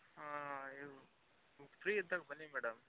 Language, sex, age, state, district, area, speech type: Kannada, male, 18-30, Karnataka, Koppal, urban, conversation